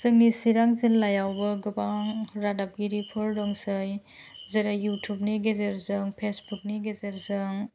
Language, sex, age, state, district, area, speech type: Bodo, female, 45-60, Assam, Chirang, rural, spontaneous